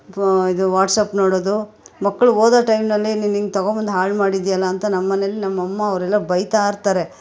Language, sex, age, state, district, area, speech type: Kannada, female, 45-60, Karnataka, Bangalore Urban, urban, spontaneous